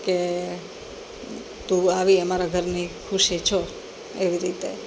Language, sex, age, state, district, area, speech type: Gujarati, female, 45-60, Gujarat, Rajkot, urban, spontaneous